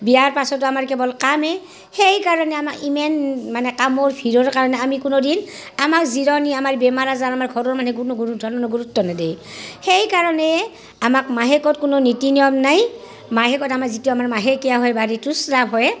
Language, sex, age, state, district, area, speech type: Assamese, female, 45-60, Assam, Barpeta, rural, spontaneous